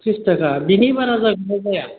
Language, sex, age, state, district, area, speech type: Bodo, male, 45-60, Assam, Chirang, urban, conversation